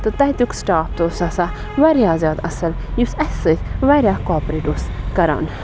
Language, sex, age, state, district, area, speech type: Kashmiri, female, 18-30, Jammu and Kashmir, Anantnag, rural, spontaneous